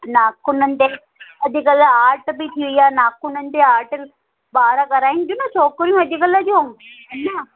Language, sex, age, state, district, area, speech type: Sindhi, female, 45-60, Rajasthan, Ajmer, urban, conversation